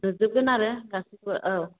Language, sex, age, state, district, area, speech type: Bodo, female, 45-60, Assam, Chirang, rural, conversation